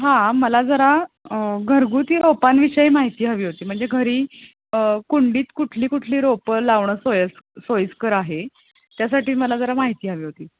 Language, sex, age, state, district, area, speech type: Marathi, female, 30-45, Maharashtra, Kolhapur, urban, conversation